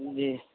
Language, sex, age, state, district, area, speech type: Urdu, male, 18-30, Uttar Pradesh, Saharanpur, urban, conversation